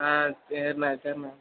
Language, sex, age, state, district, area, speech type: Tamil, male, 18-30, Tamil Nadu, Mayiladuthurai, urban, conversation